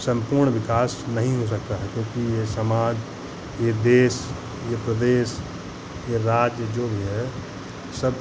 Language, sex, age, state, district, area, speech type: Hindi, male, 45-60, Uttar Pradesh, Hardoi, rural, spontaneous